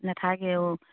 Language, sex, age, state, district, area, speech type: Assamese, female, 30-45, Assam, Charaideo, rural, conversation